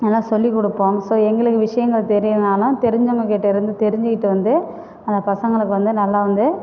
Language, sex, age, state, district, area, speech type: Tamil, female, 45-60, Tamil Nadu, Cuddalore, rural, spontaneous